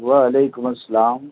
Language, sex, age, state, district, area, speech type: Urdu, male, 60+, Delhi, North East Delhi, urban, conversation